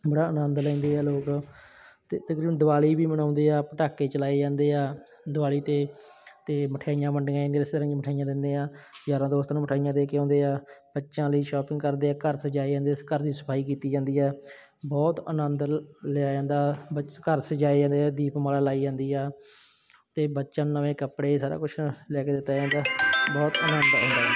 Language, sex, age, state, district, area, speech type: Punjabi, male, 30-45, Punjab, Bathinda, urban, spontaneous